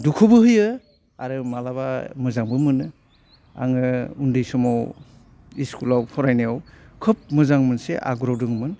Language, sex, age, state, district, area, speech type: Bodo, male, 60+, Assam, Udalguri, urban, spontaneous